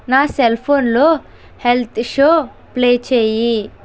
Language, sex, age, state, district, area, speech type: Telugu, female, 18-30, Andhra Pradesh, Konaseema, rural, read